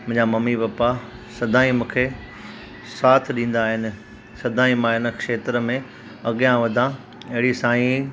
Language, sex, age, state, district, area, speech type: Sindhi, male, 30-45, Gujarat, Junagadh, rural, spontaneous